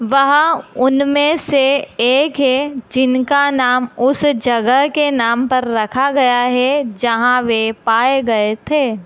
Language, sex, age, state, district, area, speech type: Hindi, female, 45-60, Madhya Pradesh, Harda, urban, read